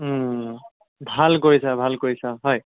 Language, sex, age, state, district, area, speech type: Assamese, male, 18-30, Assam, Dibrugarh, urban, conversation